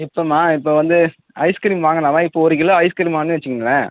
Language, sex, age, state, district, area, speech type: Tamil, male, 60+, Tamil Nadu, Tenkasi, urban, conversation